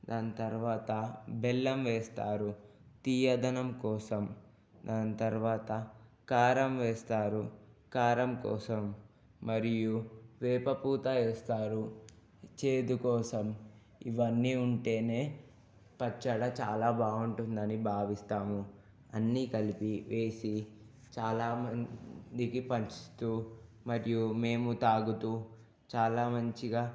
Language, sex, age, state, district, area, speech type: Telugu, male, 18-30, Telangana, Ranga Reddy, urban, spontaneous